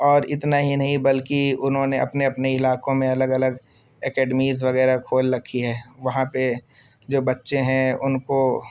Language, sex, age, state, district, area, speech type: Urdu, male, 18-30, Uttar Pradesh, Siddharthnagar, rural, spontaneous